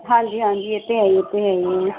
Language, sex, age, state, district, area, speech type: Punjabi, female, 30-45, Punjab, Pathankot, urban, conversation